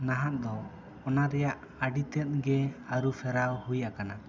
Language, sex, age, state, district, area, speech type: Santali, male, 18-30, West Bengal, Bankura, rural, spontaneous